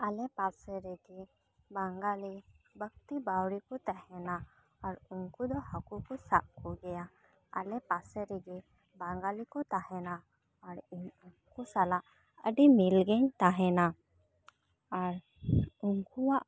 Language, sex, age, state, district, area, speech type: Santali, female, 18-30, West Bengal, Paschim Bardhaman, rural, spontaneous